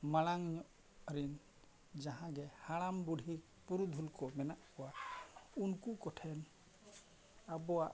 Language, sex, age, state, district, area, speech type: Santali, male, 45-60, Odisha, Mayurbhanj, rural, spontaneous